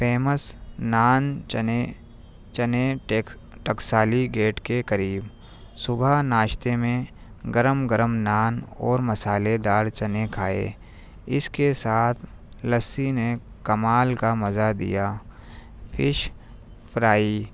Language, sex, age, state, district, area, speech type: Urdu, male, 30-45, Delhi, New Delhi, urban, spontaneous